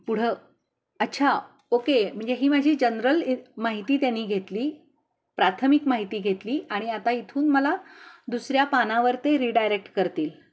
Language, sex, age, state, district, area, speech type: Marathi, female, 45-60, Maharashtra, Kolhapur, urban, spontaneous